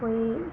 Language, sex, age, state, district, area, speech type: Hindi, female, 60+, Uttar Pradesh, Lucknow, rural, spontaneous